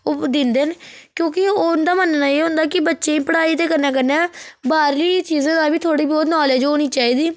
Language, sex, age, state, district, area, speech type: Dogri, female, 30-45, Jammu and Kashmir, Reasi, rural, spontaneous